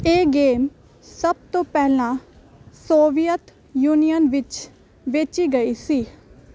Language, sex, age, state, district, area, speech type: Punjabi, female, 18-30, Punjab, Hoshiarpur, urban, read